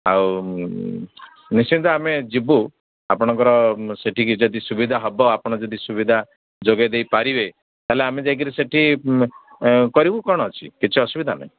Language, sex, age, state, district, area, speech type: Odia, male, 60+, Odisha, Jharsuguda, rural, conversation